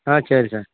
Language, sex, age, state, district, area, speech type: Tamil, male, 45-60, Tamil Nadu, Theni, rural, conversation